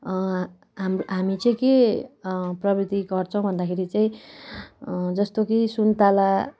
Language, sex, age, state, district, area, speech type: Nepali, female, 18-30, West Bengal, Kalimpong, rural, spontaneous